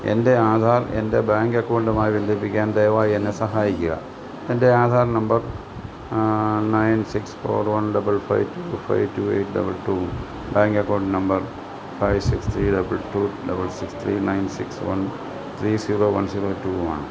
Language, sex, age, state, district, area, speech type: Malayalam, male, 60+, Kerala, Alappuzha, rural, read